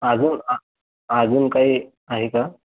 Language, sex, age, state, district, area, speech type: Marathi, male, 18-30, Maharashtra, Buldhana, rural, conversation